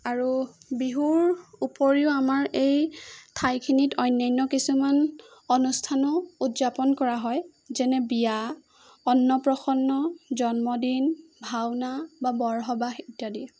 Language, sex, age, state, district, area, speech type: Assamese, female, 18-30, Assam, Jorhat, urban, spontaneous